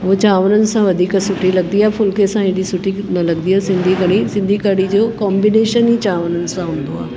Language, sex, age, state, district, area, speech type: Sindhi, female, 45-60, Delhi, South Delhi, urban, spontaneous